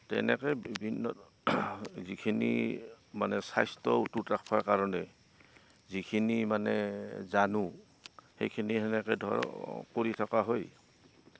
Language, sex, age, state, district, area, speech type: Assamese, male, 60+, Assam, Goalpara, urban, spontaneous